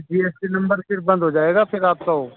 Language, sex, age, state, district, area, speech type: Urdu, male, 45-60, Uttar Pradesh, Muzaffarnagar, urban, conversation